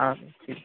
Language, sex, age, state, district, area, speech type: Kashmiri, male, 30-45, Jammu and Kashmir, Kupwara, rural, conversation